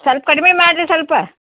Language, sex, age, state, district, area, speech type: Kannada, female, 60+, Karnataka, Belgaum, rural, conversation